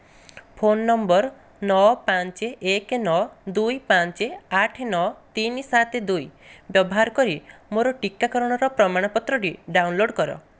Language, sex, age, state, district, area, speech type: Odia, male, 30-45, Odisha, Dhenkanal, rural, read